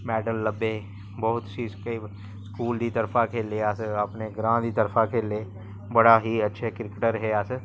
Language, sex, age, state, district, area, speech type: Dogri, male, 30-45, Jammu and Kashmir, Samba, rural, spontaneous